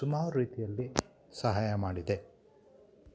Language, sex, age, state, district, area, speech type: Kannada, male, 45-60, Karnataka, Kolar, urban, spontaneous